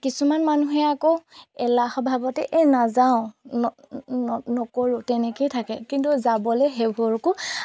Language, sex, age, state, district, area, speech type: Assamese, female, 30-45, Assam, Golaghat, rural, spontaneous